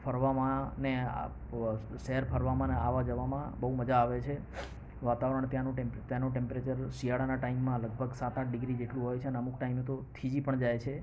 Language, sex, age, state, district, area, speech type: Gujarati, male, 45-60, Gujarat, Ahmedabad, urban, spontaneous